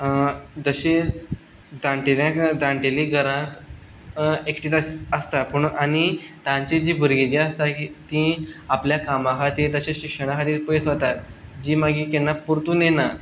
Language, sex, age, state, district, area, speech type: Goan Konkani, male, 18-30, Goa, Quepem, rural, spontaneous